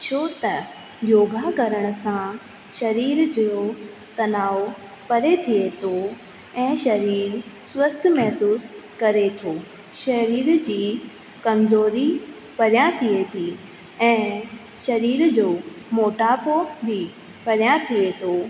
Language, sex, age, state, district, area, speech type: Sindhi, female, 18-30, Rajasthan, Ajmer, urban, spontaneous